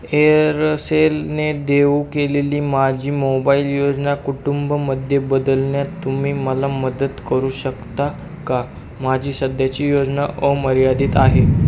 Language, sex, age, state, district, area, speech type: Marathi, male, 18-30, Maharashtra, Osmanabad, rural, read